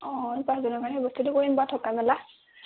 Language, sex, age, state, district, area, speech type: Assamese, female, 18-30, Assam, Majuli, urban, conversation